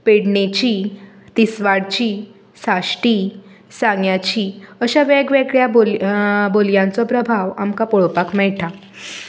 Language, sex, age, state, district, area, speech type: Goan Konkani, female, 18-30, Goa, Tiswadi, rural, spontaneous